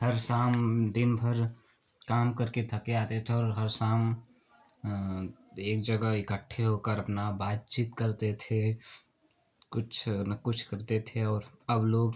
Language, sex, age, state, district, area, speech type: Hindi, male, 18-30, Uttar Pradesh, Chandauli, urban, spontaneous